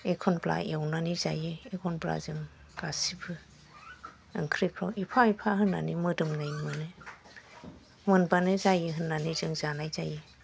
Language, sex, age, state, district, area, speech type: Bodo, male, 60+, Assam, Kokrajhar, urban, spontaneous